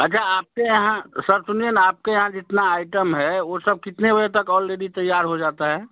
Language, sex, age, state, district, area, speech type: Hindi, male, 60+, Bihar, Darbhanga, urban, conversation